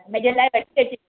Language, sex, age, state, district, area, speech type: Sindhi, female, 60+, Maharashtra, Mumbai Suburban, urban, conversation